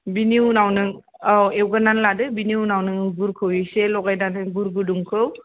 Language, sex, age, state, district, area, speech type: Bodo, female, 45-60, Assam, Kokrajhar, rural, conversation